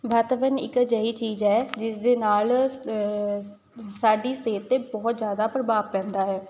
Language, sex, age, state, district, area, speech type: Punjabi, female, 18-30, Punjab, Shaheed Bhagat Singh Nagar, rural, spontaneous